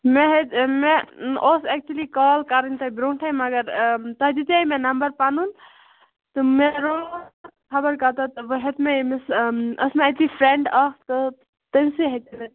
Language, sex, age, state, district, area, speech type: Kashmiri, female, 30-45, Jammu and Kashmir, Bandipora, rural, conversation